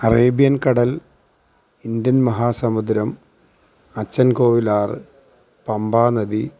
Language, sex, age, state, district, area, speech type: Malayalam, male, 45-60, Kerala, Alappuzha, rural, spontaneous